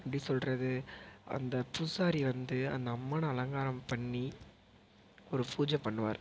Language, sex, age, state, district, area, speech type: Tamil, male, 18-30, Tamil Nadu, Perambalur, urban, spontaneous